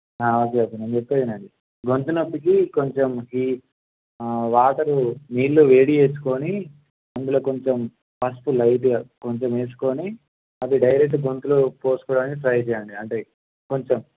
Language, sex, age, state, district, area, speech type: Telugu, male, 18-30, Telangana, Peddapalli, urban, conversation